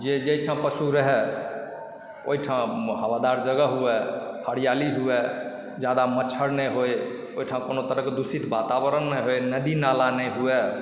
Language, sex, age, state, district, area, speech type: Maithili, male, 45-60, Bihar, Supaul, urban, spontaneous